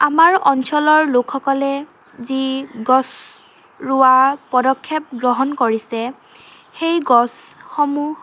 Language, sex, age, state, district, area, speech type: Assamese, female, 18-30, Assam, Dhemaji, urban, spontaneous